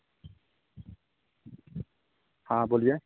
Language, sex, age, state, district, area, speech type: Hindi, male, 30-45, Bihar, Samastipur, urban, conversation